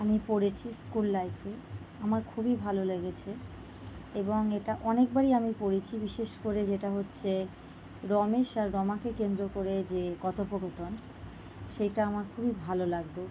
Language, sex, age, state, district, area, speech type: Bengali, female, 30-45, West Bengal, North 24 Parganas, urban, spontaneous